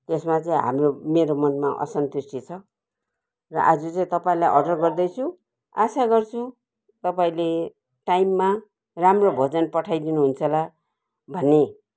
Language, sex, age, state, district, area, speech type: Nepali, female, 60+, West Bengal, Kalimpong, rural, spontaneous